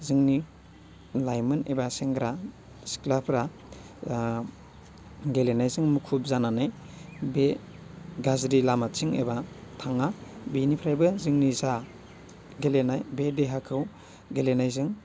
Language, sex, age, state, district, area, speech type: Bodo, male, 18-30, Assam, Baksa, rural, spontaneous